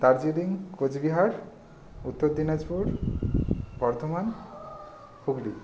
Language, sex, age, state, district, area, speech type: Bengali, male, 18-30, West Bengal, Bankura, urban, spontaneous